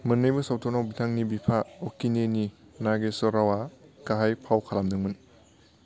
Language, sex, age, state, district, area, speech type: Bodo, male, 18-30, Assam, Baksa, rural, read